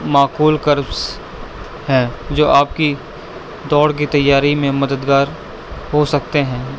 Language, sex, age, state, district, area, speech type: Urdu, male, 18-30, Delhi, East Delhi, urban, spontaneous